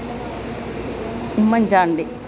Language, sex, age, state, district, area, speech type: Malayalam, female, 60+, Kerala, Alappuzha, urban, spontaneous